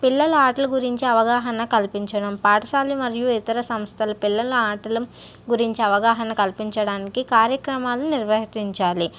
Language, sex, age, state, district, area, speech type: Telugu, female, 60+, Andhra Pradesh, N T Rama Rao, urban, spontaneous